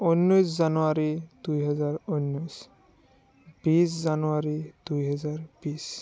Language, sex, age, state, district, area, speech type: Assamese, male, 30-45, Assam, Biswanath, rural, spontaneous